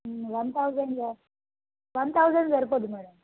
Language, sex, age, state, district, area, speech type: Telugu, female, 30-45, Telangana, Mancherial, rural, conversation